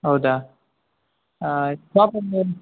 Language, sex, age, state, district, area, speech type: Kannada, male, 18-30, Karnataka, Uttara Kannada, rural, conversation